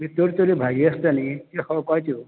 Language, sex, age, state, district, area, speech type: Goan Konkani, male, 60+, Goa, Salcete, rural, conversation